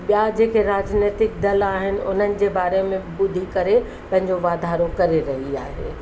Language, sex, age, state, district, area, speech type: Sindhi, female, 60+, Uttar Pradesh, Lucknow, urban, spontaneous